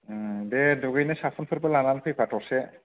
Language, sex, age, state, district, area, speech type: Bodo, male, 30-45, Assam, Kokrajhar, rural, conversation